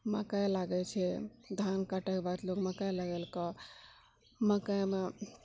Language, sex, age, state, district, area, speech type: Maithili, female, 18-30, Bihar, Purnia, rural, spontaneous